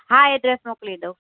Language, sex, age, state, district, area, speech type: Gujarati, female, 30-45, Gujarat, Kheda, rural, conversation